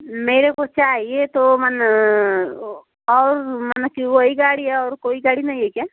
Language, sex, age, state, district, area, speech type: Hindi, female, 30-45, Uttar Pradesh, Ghazipur, rural, conversation